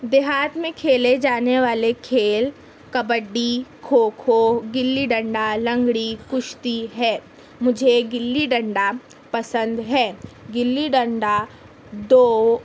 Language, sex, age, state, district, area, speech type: Urdu, female, 18-30, Maharashtra, Nashik, urban, spontaneous